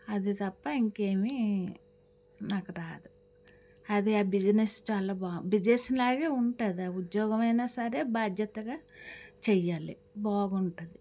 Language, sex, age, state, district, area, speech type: Telugu, female, 60+, Andhra Pradesh, Alluri Sitarama Raju, rural, spontaneous